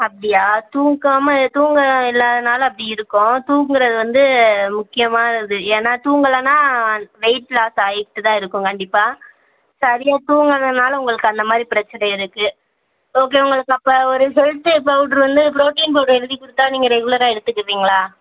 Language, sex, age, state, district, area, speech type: Tamil, female, 18-30, Tamil Nadu, Virudhunagar, rural, conversation